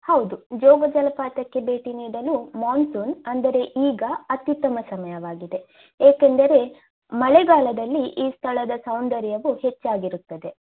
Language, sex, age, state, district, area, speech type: Kannada, female, 18-30, Karnataka, Shimoga, rural, conversation